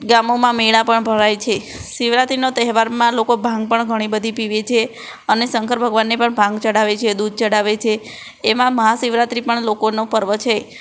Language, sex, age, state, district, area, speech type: Gujarati, female, 18-30, Gujarat, Ahmedabad, urban, spontaneous